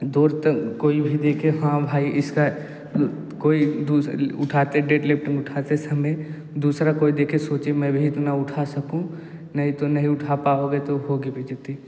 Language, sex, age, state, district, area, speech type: Hindi, male, 18-30, Uttar Pradesh, Jaunpur, urban, spontaneous